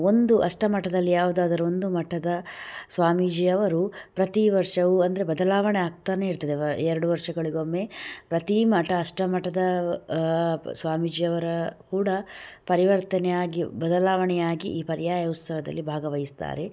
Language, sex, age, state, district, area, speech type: Kannada, female, 30-45, Karnataka, Udupi, rural, spontaneous